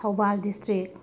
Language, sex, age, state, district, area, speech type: Manipuri, female, 45-60, Manipur, Imphal West, urban, spontaneous